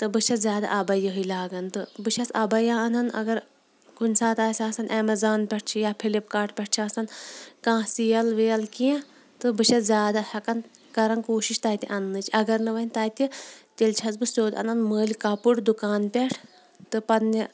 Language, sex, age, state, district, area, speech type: Kashmiri, female, 30-45, Jammu and Kashmir, Shopian, urban, spontaneous